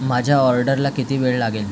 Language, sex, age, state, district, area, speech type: Marathi, male, 18-30, Maharashtra, Thane, urban, read